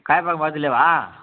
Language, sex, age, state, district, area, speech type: Tamil, male, 30-45, Tamil Nadu, Chengalpattu, rural, conversation